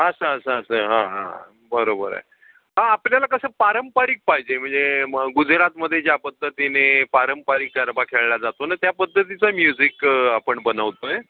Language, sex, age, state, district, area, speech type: Marathi, male, 45-60, Maharashtra, Ratnagiri, urban, conversation